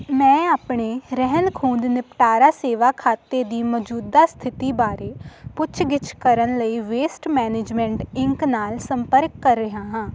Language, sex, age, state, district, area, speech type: Punjabi, female, 18-30, Punjab, Hoshiarpur, rural, read